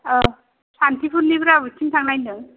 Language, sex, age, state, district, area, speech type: Bodo, female, 30-45, Assam, Chirang, rural, conversation